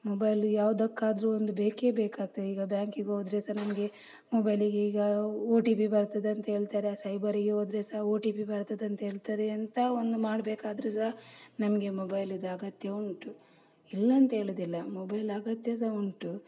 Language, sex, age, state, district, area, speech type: Kannada, female, 45-60, Karnataka, Udupi, rural, spontaneous